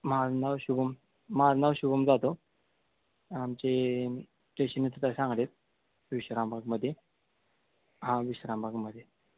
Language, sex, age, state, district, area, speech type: Marathi, male, 18-30, Maharashtra, Sangli, rural, conversation